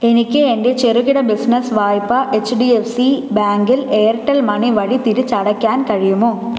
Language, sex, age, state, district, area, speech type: Malayalam, female, 18-30, Kerala, Thiruvananthapuram, urban, read